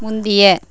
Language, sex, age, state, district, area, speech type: Tamil, female, 30-45, Tamil Nadu, Thoothukudi, rural, read